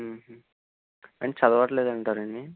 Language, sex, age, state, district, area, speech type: Telugu, male, 18-30, Andhra Pradesh, Eluru, urban, conversation